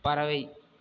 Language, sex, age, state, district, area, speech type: Tamil, male, 30-45, Tamil Nadu, Ariyalur, rural, read